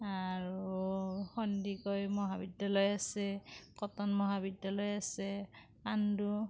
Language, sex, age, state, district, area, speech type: Assamese, female, 45-60, Assam, Kamrup Metropolitan, rural, spontaneous